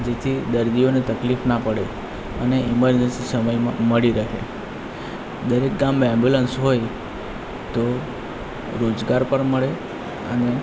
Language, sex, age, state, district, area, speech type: Gujarati, male, 18-30, Gujarat, Valsad, rural, spontaneous